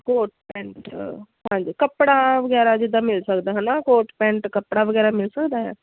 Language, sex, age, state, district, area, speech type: Punjabi, female, 30-45, Punjab, Jalandhar, rural, conversation